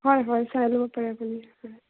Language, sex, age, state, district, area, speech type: Assamese, female, 18-30, Assam, Sonitpur, urban, conversation